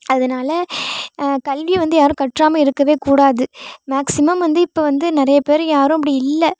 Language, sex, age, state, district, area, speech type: Tamil, female, 18-30, Tamil Nadu, Thanjavur, rural, spontaneous